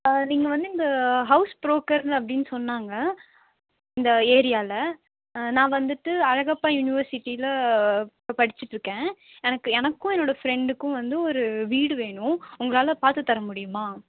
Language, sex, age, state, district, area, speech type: Tamil, female, 18-30, Tamil Nadu, Nilgiris, rural, conversation